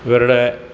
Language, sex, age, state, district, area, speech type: Malayalam, male, 60+, Kerala, Kottayam, rural, spontaneous